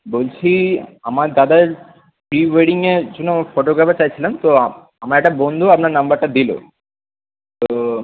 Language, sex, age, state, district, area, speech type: Bengali, male, 18-30, West Bengal, Kolkata, urban, conversation